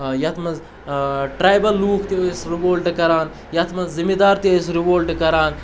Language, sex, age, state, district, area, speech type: Kashmiri, male, 30-45, Jammu and Kashmir, Kupwara, rural, spontaneous